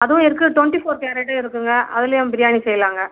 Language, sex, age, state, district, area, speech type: Tamil, female, 45-60, Tamil Nadu, Viluppuram, rural, conversation